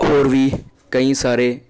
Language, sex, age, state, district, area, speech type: Punjabi, male, 18-30, Punjab, Jalandhar, urban, spontaneous